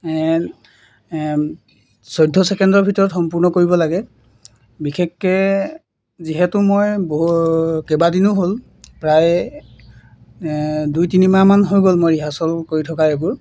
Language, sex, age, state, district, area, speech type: Assamese, male, 18-30, Assam, Golaghat, urban, spontaneous